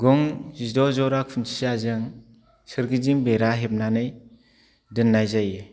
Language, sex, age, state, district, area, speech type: Bodo, male, 30-45, Assam, Kokrajhar, rural, spontaneous